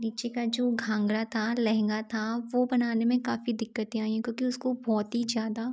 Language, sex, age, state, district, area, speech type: Hindi, female, 30-45, Madhya Pradesh, Gwalior, rural, spontaneous